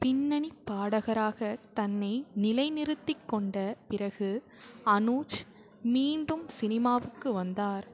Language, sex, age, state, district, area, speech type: Tamil, female, 18-30, Tamil Nadu, Mayiladuthurai, urban, read